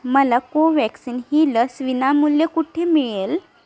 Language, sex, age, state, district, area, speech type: Marathi, female, 18-30, Maharashtra, Sindhudurg, rural, read